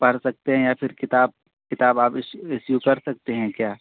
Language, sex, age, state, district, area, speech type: Urdu, male, 30-45, Bihar, Purnia, rural, conversation